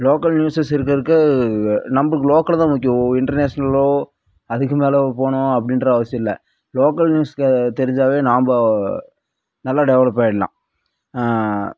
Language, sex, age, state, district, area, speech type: Tamil, female, 18-30, Tamil Nadu, Dharmapuri, rural, spontaneous